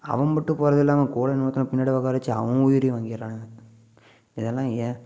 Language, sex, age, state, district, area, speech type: Tamil, male, 18-30, Tamil Nadu, Namakkal, urban, spontaneous